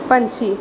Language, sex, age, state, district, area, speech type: Punjabi, female, 18-30, Punjab, Pathankot, urban, read